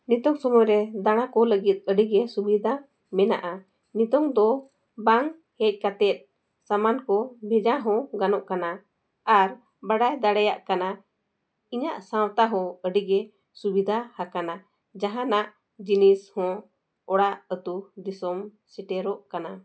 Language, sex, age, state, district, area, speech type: Santali, female, 45-60, Jharkhand, Bokaro, rural, spontaneous